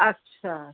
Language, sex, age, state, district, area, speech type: Urdu, female, 45-60, Uttar Pradesh, Rampur, urban, conversation